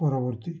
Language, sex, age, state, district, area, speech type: Odia, male, 30-45, Odisha, Balasore, rural, read